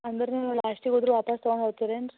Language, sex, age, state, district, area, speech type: Kannada, female, 18-30, Karnataka, Gulbarga, urban, conversation